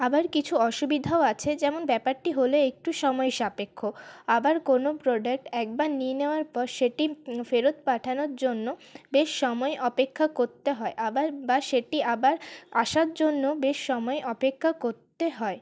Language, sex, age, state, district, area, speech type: Bengali, female, 18-30, West Bengal, Paschim Bardhaman, urban, spontaneous